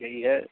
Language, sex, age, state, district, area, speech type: Hindi, male, 45-60, Uttar Pradesh, Mirzapur, urban, conversation